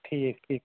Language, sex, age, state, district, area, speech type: Kashmiri, male, 45-60, Jammu and Kashmir, Ganderbal, rural, conversation